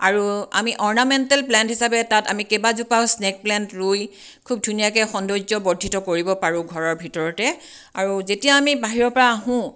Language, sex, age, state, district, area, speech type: Assamese, female, 45-60, Assam, Tinsukia, urban, spontaneous